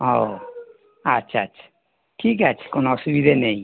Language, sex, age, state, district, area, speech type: Bengali, male, 60+, West Bengal, North 24 Parganas, urban, conversation